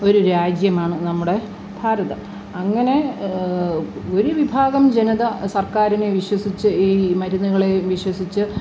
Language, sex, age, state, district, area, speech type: Malayalam, female, 60+, Kerala, Thiruvananthapuram, urban, spontaneous